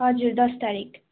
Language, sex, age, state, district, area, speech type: Nepali, female, 18-30, West Bengal, Darjeeling, rural, conversation